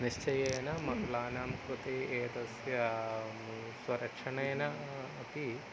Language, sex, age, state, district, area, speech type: Sanskrit, male, 45-60, Kerala, Thiruvananthapuram, urban, spontaneous